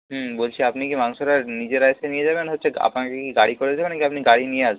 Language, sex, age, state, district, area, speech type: Bengali, male, 18-30, West Bengal, Nadia, rural, conversation